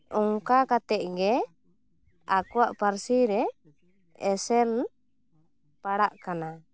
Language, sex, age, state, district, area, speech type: Santali, female, 30-45, West Bengal, Purulia, rural, spontaneous